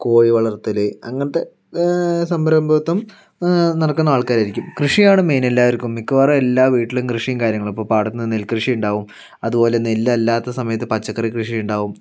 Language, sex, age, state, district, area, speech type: Malayalam, male, 45-60, Kerala, Palakkad, rural, spontaneous